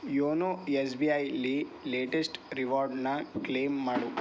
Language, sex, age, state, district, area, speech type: Kannada, male, 18-30, Karnataka, Bidar, urban, read